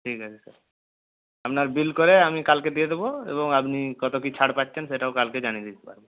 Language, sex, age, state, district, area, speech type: Bengali, male, 18-30, West Bengal, Purba Medinipur, rural, conversation